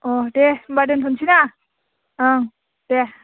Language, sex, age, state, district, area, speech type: Bodo, female, 18-30, Assam, Baksa, rural, conversation